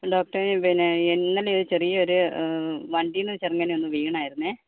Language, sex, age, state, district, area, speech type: Malayalam, female, 60+, Kerala, Kozhikode, urban, conversation